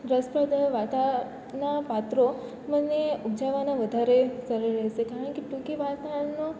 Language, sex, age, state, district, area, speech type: Gujarati, female, 18-30, Gujarat, Surat, rural, spontaneous